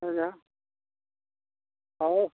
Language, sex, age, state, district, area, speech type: Hindi, male, 60+, Uttar Pradesh, Lucknow, rural, conversation